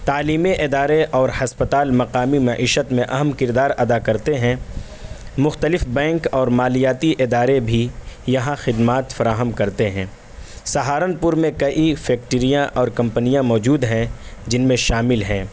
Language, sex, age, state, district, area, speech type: Urdu, male, 18-30, Uttar Pradesh, Saharanpur, urban, spontaneous